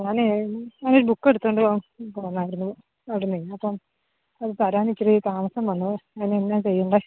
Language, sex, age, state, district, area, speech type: Malayalam, female, 30-45, Kerala, Idukki, rural, conversation